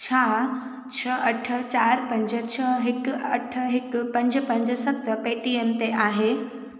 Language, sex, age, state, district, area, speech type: Sindhi, female, 18-30, Gujarat, Junagadh, urban, read